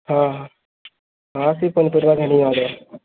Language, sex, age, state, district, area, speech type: Odia, male, 18-30, Odisha, Subarnapur, urban, conversation